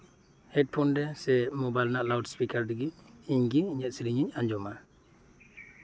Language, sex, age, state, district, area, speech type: Santali, male, 30-45, West Bengal, Birbhum, rural, spontaneous